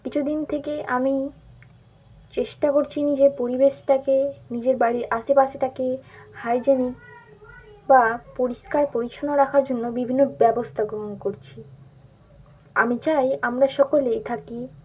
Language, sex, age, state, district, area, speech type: Bengali, female, 18-30, West Bengal, Malda, urban, spontaneous